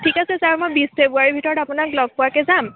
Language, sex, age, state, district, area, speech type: Assamese, female, 30-45, Assam, Dibrugarh, rural, conversation